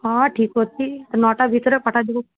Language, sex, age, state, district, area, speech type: Odia, female, 30-45, Odisha, Malkangiri, urban, conversation